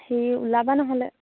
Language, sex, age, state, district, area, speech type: Assamese, female, 18-30, Assam, Charaideo, rural, conversation